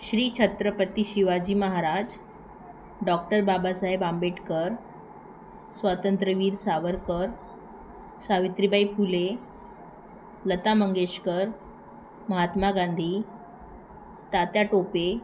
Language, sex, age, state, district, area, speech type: Marathi, female, 18-30, Maharashtra, Thane, urban, spontaneous